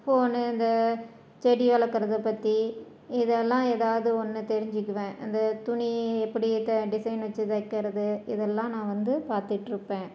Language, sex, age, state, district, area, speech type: Tamil, female, 45-60, Tamil Nadu, Salem, rural, spontaneous